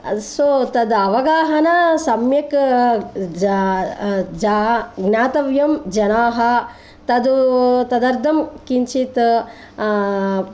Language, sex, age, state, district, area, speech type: Sanskrit, female, 45-60, Andhra Pradesh, Guntur, urban, spontaneous